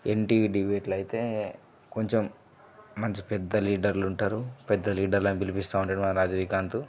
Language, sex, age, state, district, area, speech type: Telugu, male, 18-30, Telangana, Nirmal, rural, spontaneous